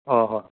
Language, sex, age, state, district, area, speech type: Manipuri, male, 30-45, Manipur, Churachandpur, rural, conversation